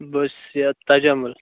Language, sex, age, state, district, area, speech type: Kashmiri, male, 30-45, Jammu and Kashmir, Bandipora, rural, conversation